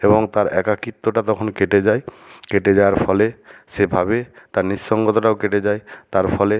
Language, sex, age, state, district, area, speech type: Bengali, male, 60+, West Bengal, Nadia, rural, spontaneous